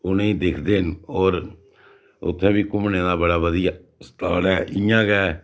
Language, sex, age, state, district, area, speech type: Dogri, male, 60+, Jammu and Kashmir, Reasi, rural, spontaneous